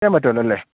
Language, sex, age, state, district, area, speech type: Malayalam, male, 30-45, Kerala, Thiruvananthapuram, urban, conversation